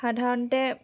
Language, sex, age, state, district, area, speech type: Assamese, female, 18-30, Assam, Sivasagar, urban, spontaneous